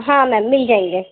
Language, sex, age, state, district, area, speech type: Urdu, female, 18-30, Uttar Pradesh, Gautam Buddha Nagar, urban, conversation